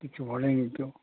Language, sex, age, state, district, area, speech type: Bengali, male, 60+, West Bengal, Hooghly, rural, conversation